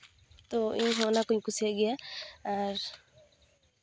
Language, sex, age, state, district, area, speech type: Santali, female, 18-30, West Bengal, Purulia, rural, spontaneous